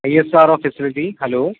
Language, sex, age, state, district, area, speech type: Malayalam, male, 18-30, Kerala, Kottayam, rural, conversation